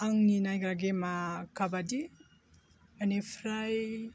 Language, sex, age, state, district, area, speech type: Bodo, male, 18-30, Assam, Baksa, rural, spontaneous